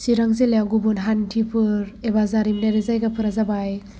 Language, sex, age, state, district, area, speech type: Bodo, female, 18-30, Assam, Chirang, rural, spontaneous